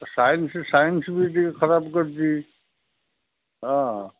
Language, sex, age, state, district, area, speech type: Odia, male, 45-60, Odisha, Jagatsinghpur, urban, conversation